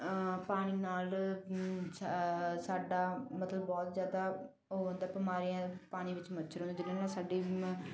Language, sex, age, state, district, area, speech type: Punjabi, female, 18-30, Punjab, Bathinda, rural, spontaneous